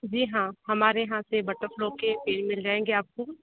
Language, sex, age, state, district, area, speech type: Hindi, female, 30-45, Uttar Pradesh, Sonbhadra, rural, conversation